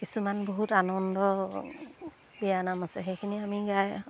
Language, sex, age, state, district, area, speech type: Assamese, female, 30-45, Assam, Lakhimpur, rural, spontaneous